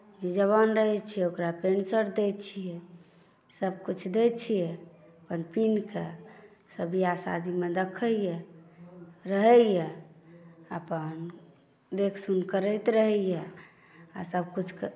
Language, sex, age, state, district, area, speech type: Maithili, male, 60+, Bihar, Saharsa, rural, spontaneous